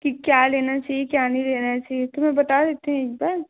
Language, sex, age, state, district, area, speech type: Hindi, female, 18-30, Madhya Pradesh, Balaghat, rural, conversation